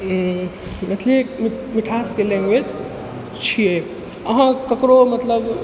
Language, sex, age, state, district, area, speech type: Maithili, male, 45-60, Bihar, Purnia, rural, spontaneous